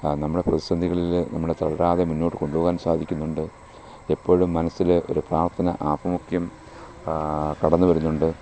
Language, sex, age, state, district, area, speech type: Malayalam, male, 45-60, Kerala, Kollam, rural, spontaneous